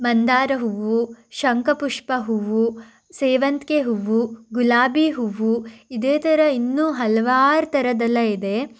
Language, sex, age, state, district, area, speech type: Kannada, female, 18-30, Karnataka, Shimoga, rural, spontaneous